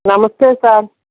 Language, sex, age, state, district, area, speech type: Telugu, female, 45-60, Andhra Pradesh, Eluru, rural, conversation